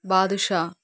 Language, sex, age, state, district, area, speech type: Telugu, female, 30-45, Andhra Pradesh, Nandyal, urban, spontaneous